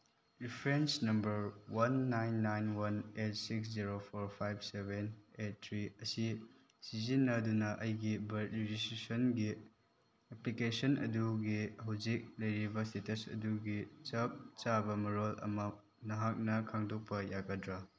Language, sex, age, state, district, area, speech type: Manipuri, male, 18-30, Manipur, Chandel, rural, read